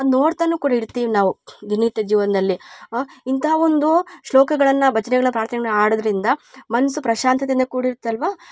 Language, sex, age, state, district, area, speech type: Kannada, female, 30-45, Karnataka, Chikkamagaluru, rural, spontaneous